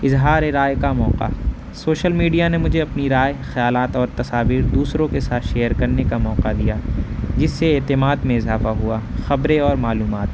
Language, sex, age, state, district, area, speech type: Urdu, male, 18-30, Uttar Pradesh, Azamgarh, rural, spontaneous